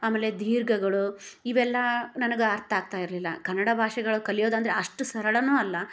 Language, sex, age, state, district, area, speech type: Kannada, female, 30-45, Karnataka, Gadag, rural, spontaneous